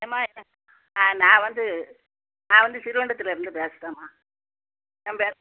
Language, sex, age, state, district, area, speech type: Tamil, female, 60+, Tamil Nadu, Thoothukudi, rural, conversation